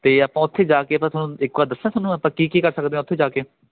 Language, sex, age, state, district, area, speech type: Punjabi, male, 18-30, Punjab, Ludhiana, rural, conversation